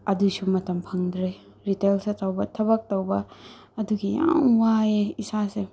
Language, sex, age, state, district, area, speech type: Manipuri, female, 30-45, Manipur, Tengnoupal, rural, spontaneous